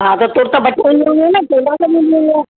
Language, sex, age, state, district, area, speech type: Sindhi, female, 60+, Maharashtra, Mumbai Suburban, urban, conversation